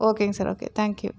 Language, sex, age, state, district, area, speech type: Tamil, female, 30-45, Tamil Nadu, Erode, rural, spontaneous